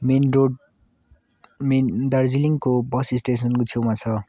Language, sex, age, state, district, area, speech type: Nepali, male, 18-30, West Bengal, Darjeeling, urban, spontaneous